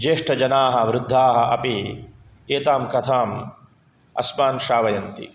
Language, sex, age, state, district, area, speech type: Sanskrit, male, 45-60, Karnataka, Udupi, urban, spontaneous